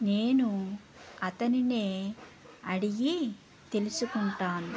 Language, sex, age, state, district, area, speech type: Telugu, male, 45-60, Andhra Pradesh, West Godavari, rural, spontaneous